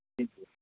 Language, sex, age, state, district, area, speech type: Urdu, male, 30-45, Delhi, South Delhi, rural, conversation